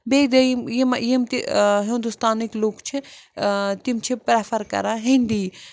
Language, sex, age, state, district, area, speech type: Kashmiri, female, 60+, Jammu and Kashmir, Srinagar, urban, spontaneous